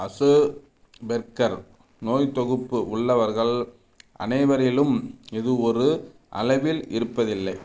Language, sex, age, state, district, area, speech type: Tamil, male, 45-60, Tamil Nadu, Thanjavur, rural, read